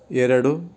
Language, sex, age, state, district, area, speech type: Kannada, male, 45-60, Karnataka, Davanagere, rural, read